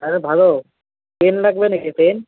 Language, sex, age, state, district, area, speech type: Bengali, male, 18-30, West Bengal, Alipurduar, rural, conversation